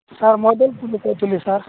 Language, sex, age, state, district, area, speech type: Odia, male, 45-60, Odisha, Nabarangpur, rural, conversation